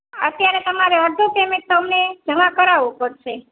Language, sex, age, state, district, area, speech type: Gujarati, female, 45-60, Gujarat, Rajkot, rural, conversation